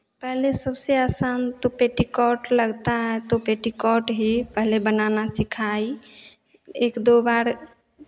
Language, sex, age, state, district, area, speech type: Hindi, female, 30-45, Bihar, Begusarai, urban, spontaneous